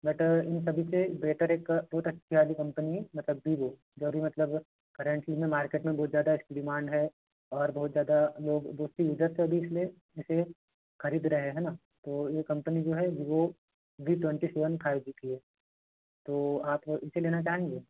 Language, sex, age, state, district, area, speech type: Hindi, male, 30-45, Madhya Pradesh, Balaghat, rural, conversation